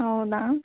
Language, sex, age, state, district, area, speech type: Kannada, female, 18-30, Karnataka, Chikkaballapur, rural, conversation